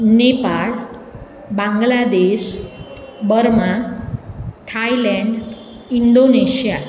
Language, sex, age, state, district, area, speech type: Gujarati, female, 45-60, Gujarat, Surat, urban, spontaneous